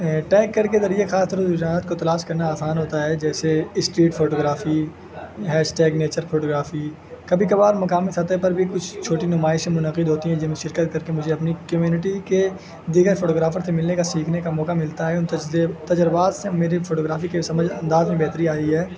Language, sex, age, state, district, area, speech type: Urdu, male, 18-30, Uttar Pradesh, Azamgarh, rural, spontaneous